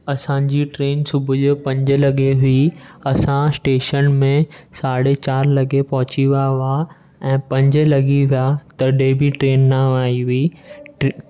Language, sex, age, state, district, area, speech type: Sindhi, male, 18-30, Maharashtra, Mumbai Suburban, urban, spontaneous